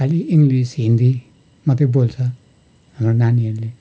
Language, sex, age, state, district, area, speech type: Nepali, male, 60+, West Bengal, Kalimpong, rural, spontaneous